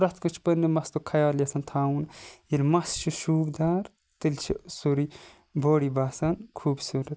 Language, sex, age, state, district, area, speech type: Kashmiri, male, 30-45, Jammu and Kashmir, Kupwara, rural, spontaneous